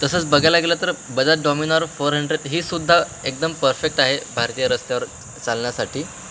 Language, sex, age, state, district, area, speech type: Marathi, male, 18-30, Maharashtra, Wardha, urban, spontaneous